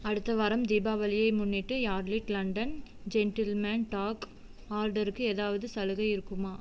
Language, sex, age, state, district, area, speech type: Tamil, female, 30-45, Tamil Nadu, Coimbatore, rural, read